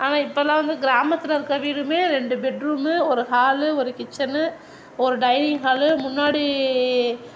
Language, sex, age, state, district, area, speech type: Tamil, female, 60+, Tamil Nadu, Mayiladuthurai, urban, spontaneous